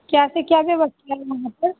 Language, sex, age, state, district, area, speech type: Hindi, female, 30-45, Bihar, Muzaffarpur, rural, conversation